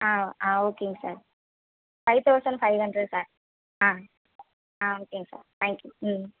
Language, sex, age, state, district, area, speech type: Tamil, female, 18-30, Tamil Nadu, Madurai, urban, conversation